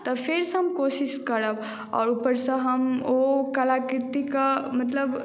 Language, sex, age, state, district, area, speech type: Maithili, male, 18-30, Bihar, Madhubani, rural, spontaneous